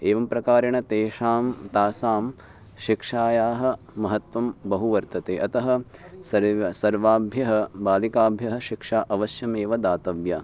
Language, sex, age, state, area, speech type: Sanskrit, male, 18-30, Uttarakhand, urban, spontaneous